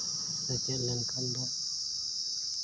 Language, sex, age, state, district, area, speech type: Santali, male, 30-45, Jharkhand, Seraikela Kharsawan, rural, spontaneous